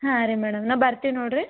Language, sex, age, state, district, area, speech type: Kannada, female, 18-30, Karnataka, Gulbarga, urban, conversation